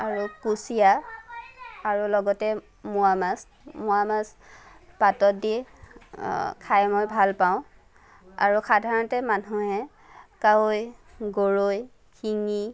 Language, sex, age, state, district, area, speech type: Assamese, female, 18-30, Assam, Nagaon, rural, spontaneous